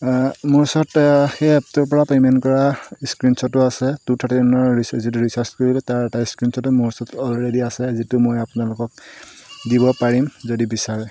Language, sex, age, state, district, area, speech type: Assamese, male, 18-30, Assam, Golaghat, urban, spontaneous